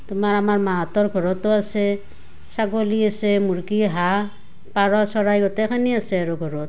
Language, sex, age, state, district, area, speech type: Assamese, female, 30-45, Assam, Barpeta, rural, spontaneous